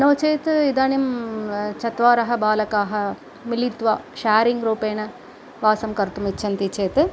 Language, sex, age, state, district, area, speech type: Sanskrit, female, 45-60, Tamil Nadu, Coimbatore, urban, spontaneous